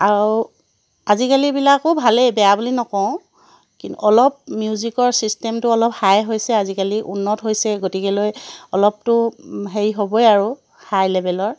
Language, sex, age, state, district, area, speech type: Assamese, female, 45-60, Assam, Charaideo, urban, spontaneous